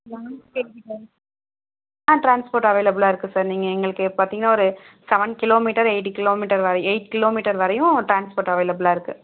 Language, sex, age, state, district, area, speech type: Tamil, female, 30-45, Tamil Nadu, Mayiladuthurai, rural, conversation